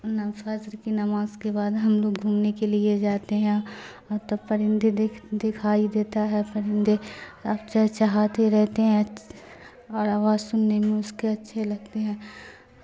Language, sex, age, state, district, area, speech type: Urdu, female, 45-60, Bihar, Darbhanga, rural, spontaneous